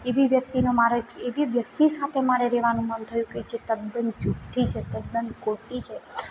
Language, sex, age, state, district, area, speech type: Gujarati, female, 30-45, Gujarat, Morbi, urban, spontaneous